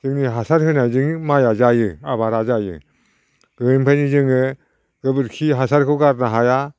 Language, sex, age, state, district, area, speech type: Bodo, male, 60+, Assam, Udalguri, rural, spontaneous